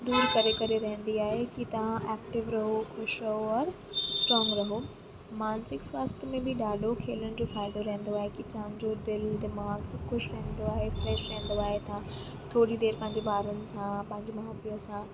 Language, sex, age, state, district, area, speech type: Sindhi, female, 18-30, Uttar Pradesh, Lucknow, rural, spontaneous